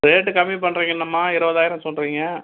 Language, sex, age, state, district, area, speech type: Tamil, male, 45-60, Tamil Nadu, Cuddalore, rural, conversation